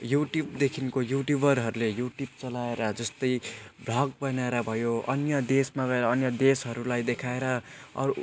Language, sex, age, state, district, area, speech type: Nepali, male, 18-30, West Bengal, Jalpaiguri, rural, spontaneous